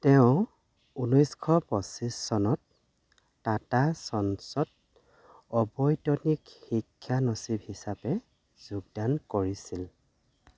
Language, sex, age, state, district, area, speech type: Assamese, male, 45-60, Assam, Dhemaji, rural, read